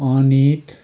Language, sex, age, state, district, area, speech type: Nepali, male, 60+, West Bengal, Kalimpong, rural, spontaneous